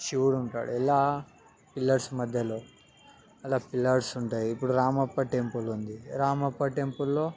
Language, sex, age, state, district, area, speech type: Telugu, male, 18-30, Telangana, Ranga Reddy, urban, spontaneous